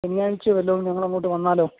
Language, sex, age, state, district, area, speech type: Malayalam, male, 30-45, Kerala, Ernakulam, rural, conversation